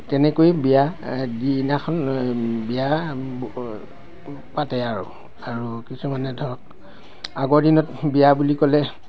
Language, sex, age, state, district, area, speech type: Assamese, male, 60+, Assam, Dibrugarh, rural, spontaneous